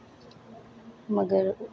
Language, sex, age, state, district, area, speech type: Dogri, female, 18-30, Jammu and Kashmir, Jammu, urban, spontaneous